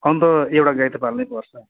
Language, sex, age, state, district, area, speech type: Nepali, male, 45-60, West Bengal, Darjeeling, rural, conversation